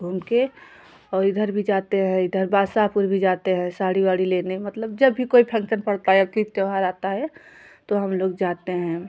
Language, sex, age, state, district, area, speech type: Hindi, female, 30-45, Uttar Pradesh, Jaunpur, urban, spontaneous